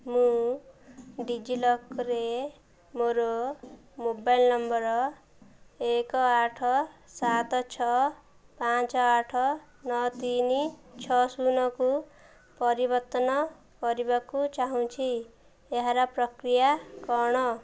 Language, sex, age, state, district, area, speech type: Odia, female, 18-30, Odisha, Koraput, urban, read